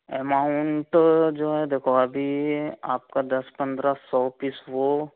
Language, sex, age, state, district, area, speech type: Hindi, male, 30-45, Madhya Pradesh, Betul, urban, conversation